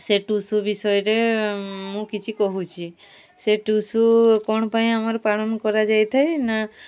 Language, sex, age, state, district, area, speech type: Odia, female, 18-30, Odisha, Mayurbhanj, rural, spontaneous